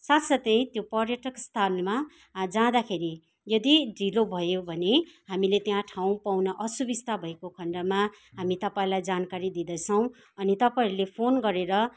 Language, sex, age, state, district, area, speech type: Nepali, female, 45-60, West Bengal, Kalimpong, rural, spontaneous